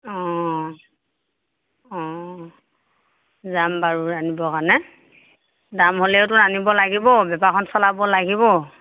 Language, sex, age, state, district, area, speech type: Assamese, female, 60+, Assam, Morigaon, rural, conversation